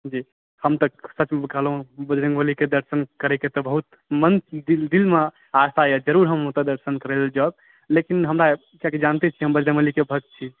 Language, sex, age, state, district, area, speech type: Maithili, male, 30-45, Bihar, Supaul, urban, conversation